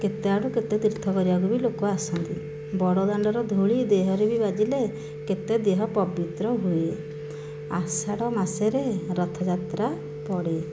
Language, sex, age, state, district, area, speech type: Odia, female, 45-60, Odisha, Nayagarh, rural, spontaneous